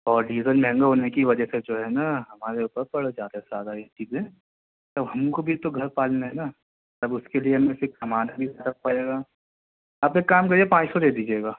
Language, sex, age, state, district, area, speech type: Urdu, male, 30-45, Delhi, Central Delhi, urban, conversation